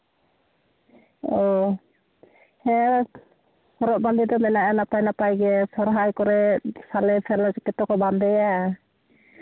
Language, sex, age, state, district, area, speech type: Santali, female, 30-45, West Bengal, Jhargram, rural, conversation